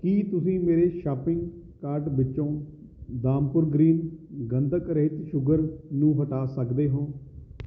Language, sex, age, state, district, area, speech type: Punjabi, male, 30-45, Punjab, Kapurthala, urban, read